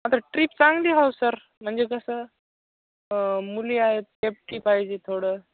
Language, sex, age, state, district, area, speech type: Marathi, male, 18-30, Maharashtra, Nanded, rural, conversation